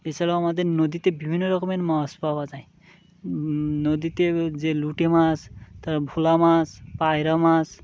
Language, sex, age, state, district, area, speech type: Bengali, male, 30-45, West Bengal, Birbhum, urban, spontaneous